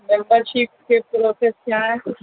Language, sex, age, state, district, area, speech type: Urdu, male, 18-30, Uttar Pradesh, Azamgarh, rural, conversation